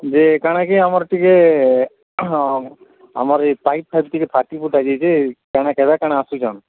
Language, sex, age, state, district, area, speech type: Odia, female, 45-60, Odisha, Nuapada, urban, conversation